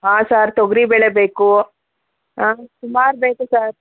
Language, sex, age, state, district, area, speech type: Kannada, female, 45-60, Karnataka, Chikkaballapur, rural, conversation